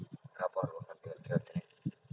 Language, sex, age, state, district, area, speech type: Kannada, male, 18-30, Karnataka, Bellary, rural, spontaneous